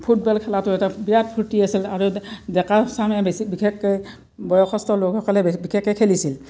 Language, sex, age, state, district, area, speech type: Assamese, female, 60+, Assam, Udalguri, rural, spontaneous